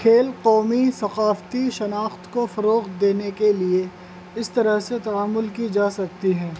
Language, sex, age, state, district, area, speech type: Urdu, male, 30-45, Delhi, North East Delhi, urban, spontaneous